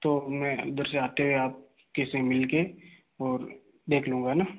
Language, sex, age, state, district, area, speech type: Hindi, male, 18-30, Rajasthan, Ajmer, urban, conversation